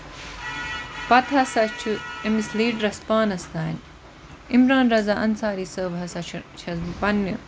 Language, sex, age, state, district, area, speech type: Kashmiri, female, 30-45, Jammu and Kashmir, Budgam, rural, spontaneous